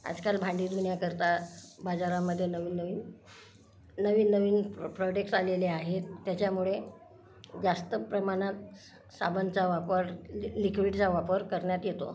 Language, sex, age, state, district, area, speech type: Marathi, female, 60+, Maharashtra, Nagpur, urban, spontaneous